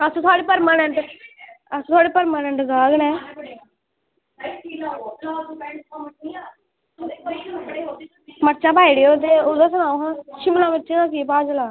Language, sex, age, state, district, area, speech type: Dogri, female, 18-30, Jammu and Kashmir, Samba, rural, conversation